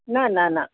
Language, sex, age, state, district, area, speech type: Sanskrit, female, 60+, Karnataka, Mysore, urban, conversation